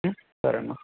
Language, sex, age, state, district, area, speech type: Telugu, male, 30-45, Andhra Pradesh, Kadapa, urban, conversation